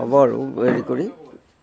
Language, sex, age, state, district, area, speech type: Assamese, male, 60+, Assam, Darrang, rural, spontaneous